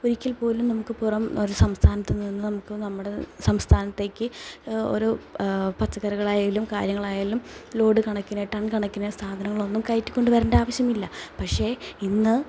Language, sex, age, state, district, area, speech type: Malayalam, female, 18-30, Kerala, Palakkad, urban, spontaneous